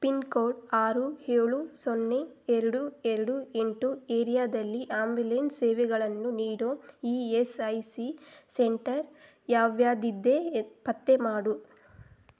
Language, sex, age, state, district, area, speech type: Kannada, female, 18-30, Karnataka, Kolar, rural, read